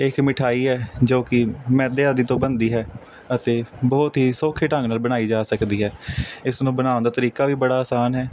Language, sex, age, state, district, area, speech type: Punjabi, male, 18-30, Punjab, Fazilka, rural, spontaneous